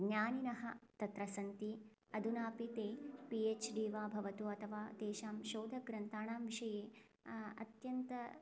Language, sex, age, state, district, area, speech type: Sanskrit, female, 18-30, Karnataka, Chikkamagaluru, rural, spontaneous